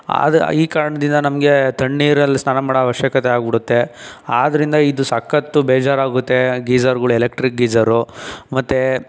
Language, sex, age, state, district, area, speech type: Kannada, male, 18-30, Karnataka, Tumkur, rural, spontaneous